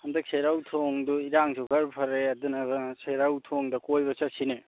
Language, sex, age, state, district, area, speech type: Manipuri, male, 18-30, Manipur, Tengnoupal, urban, conversation